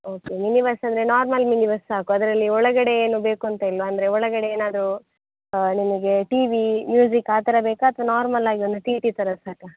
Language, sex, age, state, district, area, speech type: Kannada, female, 18-30, Karnataka, Dakshina Kannada, rural, conversation